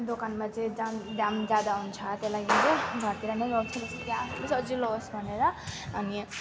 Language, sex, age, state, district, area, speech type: Nepali, female, 18-30, West Bengal, Alipurduar, rural, spontaneous